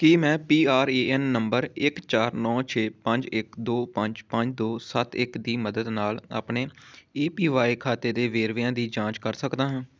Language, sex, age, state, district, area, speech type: Punjabi, male, 18-30, Punjab, Amritsar, urban, read